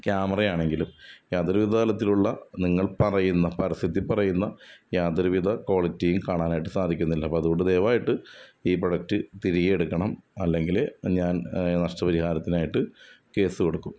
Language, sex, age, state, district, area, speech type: Malayalam, male, 30-45, Kerala, Ernakulam, rural, spontaneous